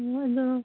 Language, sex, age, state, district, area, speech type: Manipuri, female, 30-45, Manipur, Kangpokpi, urban, conversation